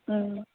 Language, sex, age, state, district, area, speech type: Tamil, female, 18-30, Tamil Nadu, Madurai, urban, conversation